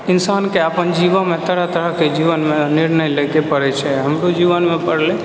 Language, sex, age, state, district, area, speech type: Maithili, male, 30-45, Bihar, Purnia, rural, spontaneous